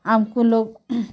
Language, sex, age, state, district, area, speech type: Odia, female, 45-60, Odisha, Bargarh, urban, spontaneous